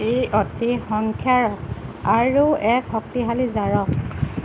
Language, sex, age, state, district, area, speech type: Assamese, female, 45-60, Assam, Golaghat, urban, read